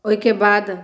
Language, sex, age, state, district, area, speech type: Maithili, female, 18-30, Bihar, Muzaffarpur, rural, spontaneous